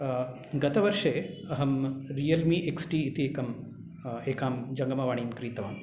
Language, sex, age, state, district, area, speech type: Sanskrit, male, 45-60, Karnataka, Bangalore Urban, urban, spontaneous